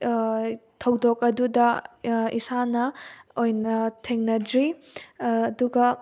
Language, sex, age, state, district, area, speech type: Manipuri, female, 18-30, Manipur, Bishnupur, rural, spontaneous